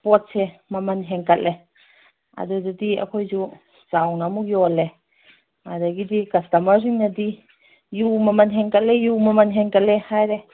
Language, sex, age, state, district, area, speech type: Manipuri, female, 45-60, Manipur, Kangpokpi, urban, conversation